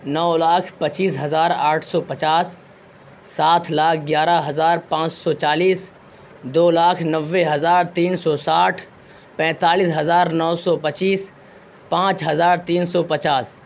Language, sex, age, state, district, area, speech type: Urdu, male, 18-30, Bihar, Purnia, rural, spontaneous